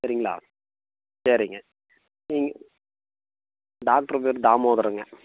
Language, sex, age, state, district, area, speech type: Tamil, male, 30-45, Tamil Nadu, Coimbatore, rural, conversation